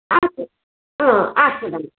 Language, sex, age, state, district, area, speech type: Kannada, female, 60+, Karnataka, Gadag, rural, conversation